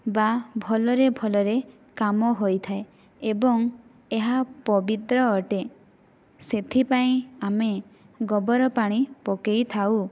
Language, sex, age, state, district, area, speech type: Odia, female, 18-30, Odisha, Kandhamal, rural, spontaneous